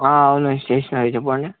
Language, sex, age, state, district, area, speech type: Telugu, male, 18-30, Telangana, Medchal, urban, conversation